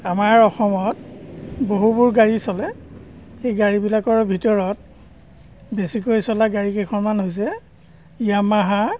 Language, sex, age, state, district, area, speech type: Assamese, male, 60+, Assam, Golaghat, rural, spontaneous